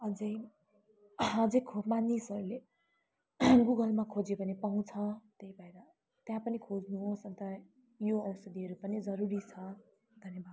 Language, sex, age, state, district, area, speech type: Nepali, female, 18-30, West Bengal, Kalimpong, rural, spontaneous